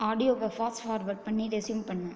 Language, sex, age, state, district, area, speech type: Tamil, female, 18-30, Tamil Nadu, Viluppuram, urban, read